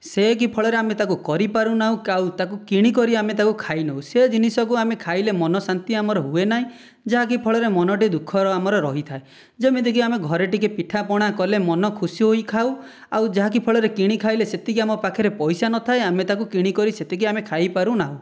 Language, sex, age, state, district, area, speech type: Odia, male, 18-30, Odisha, Dhenkanal, rural, spontaneous